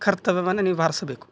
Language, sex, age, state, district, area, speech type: Kannada, male, 30-45, Karnataka, Koppal, rural, spontaneous